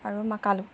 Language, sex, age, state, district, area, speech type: Assamese, female, 45-60, Assam, Jorhat, urban, spontaneous